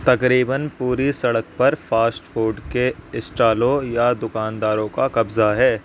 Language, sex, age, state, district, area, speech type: Urdu, male, 18-30, Uttar Pradesh, Ghaziabad, urban, read